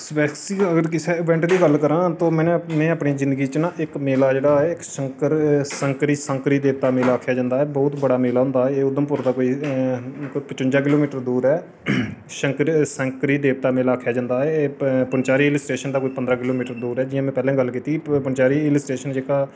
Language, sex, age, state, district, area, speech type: Dogri, male, 30-45, Jammu and Kashmir, Reasi, urban, spontaneous